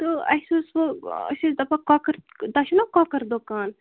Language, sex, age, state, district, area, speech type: Kashmiri, female, 30-45, Jammu and Kashmir, Bandipora, rural, conversation